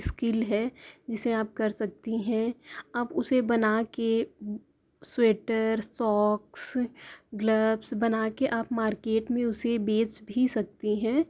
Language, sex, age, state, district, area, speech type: Urdu, female, 18-30, Uttar Pradesh, Mirzapur, rural, spontaneous